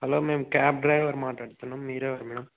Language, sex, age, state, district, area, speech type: Telugu, male, 18-30, Andhra Pradesh, Nandyal, rural, conversation